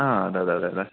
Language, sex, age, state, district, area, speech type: Malayalam, male, 18-30, Kerala, Idukki, rural, conversation